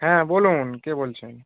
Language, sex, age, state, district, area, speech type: Bengali, male, 18-30, West Bengal, North 24 Parganas, urban, conversation